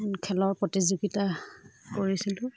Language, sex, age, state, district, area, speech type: Assamese, female, 30-45, Assam, Dibrugarh, rural, spontaneous